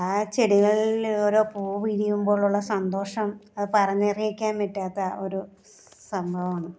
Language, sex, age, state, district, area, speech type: Malayalam, female, 45-60, Kerala, Alappuzha, rural, spontaneous